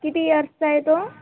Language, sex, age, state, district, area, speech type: Marathi, female, 18-30, Maharashtra, Nagpur, rural, conversation